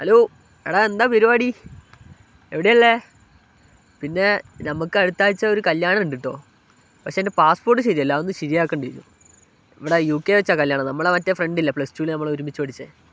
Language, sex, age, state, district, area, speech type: Malayalam, male, 18-30, Kerala, Wayanad, rural, spontaneous